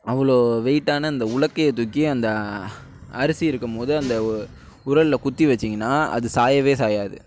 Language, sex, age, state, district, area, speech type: Tamil, male, 60+, Tamil Nadu, Mayiladuthurai, rural, spontaneous